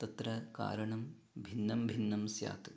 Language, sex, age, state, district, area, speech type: Sanskrit, male, 30-45, Karnataka, Uttara Kannada, rural, spontaneous